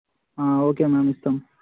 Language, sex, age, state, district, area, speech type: Telugu, male, 18-30, Telangana, Suryapet, urban, conversation